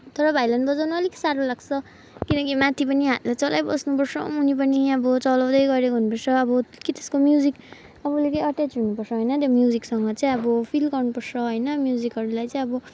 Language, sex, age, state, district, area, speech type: Nepali, female, 18-30, West Bengal, Kalimpong, rural, spontaneous